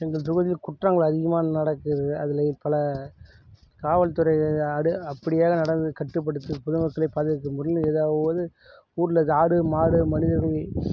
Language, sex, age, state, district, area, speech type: Tamil, male, 30-45, Tamil Nadu, Kallakurichi, rural, spontaneous